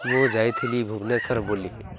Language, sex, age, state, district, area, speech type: Odia, male, 18-30, Odisha, Koraput, urban, spontaneous